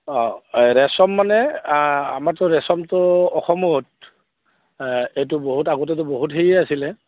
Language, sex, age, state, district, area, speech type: Assamese, male, 45-60, Assam, Barpeta, rural, conversation